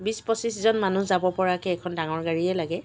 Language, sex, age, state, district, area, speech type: Assamese, female, 60+, Assam, Dibrugarh, rural, spontaneous